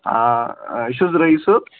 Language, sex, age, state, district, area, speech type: Kashmiri, male, 18-30, Jammu and Kashmir, Baramulla, rural, conversation